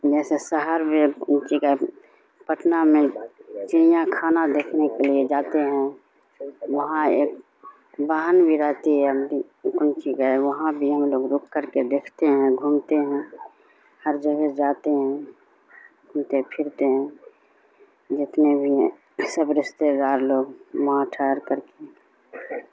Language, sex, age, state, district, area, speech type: Urdu, female, 60+, Bihar, Supaul, rural, spontaneous